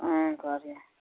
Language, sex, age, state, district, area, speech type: Odia, female, 60+, Odisha, Gajapati, rural, conversation